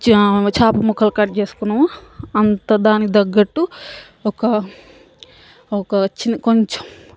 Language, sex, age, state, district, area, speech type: Telugu, female, 45-60, Telangana, Yadadri Bhuvanagiri, rural, spontaneous